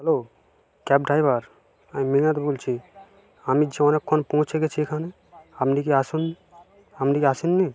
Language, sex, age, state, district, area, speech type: Bengali, male, 45-60, West Bengal, Purba Medinipur, rural, spontaneous